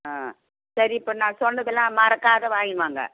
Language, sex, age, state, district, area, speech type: Tamil, female, 60+, Tamil Nadu, Viluppuram, rural, conversation